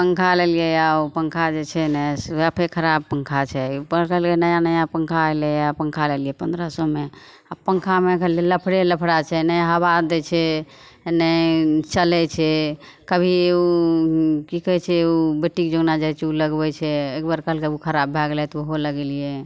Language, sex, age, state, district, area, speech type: Maithili, female, 30-45, Bihar, Madhepura, rural, spontaneous